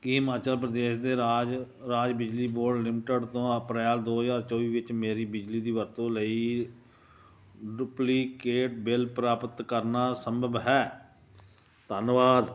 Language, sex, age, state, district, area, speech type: Punjabi, male, 60+, Punjab, Ludhiana, rural, read